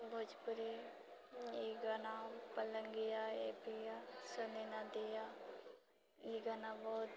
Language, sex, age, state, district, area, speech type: Maithili, female, 45-60, Bihar, Purnia, rural, spontaneous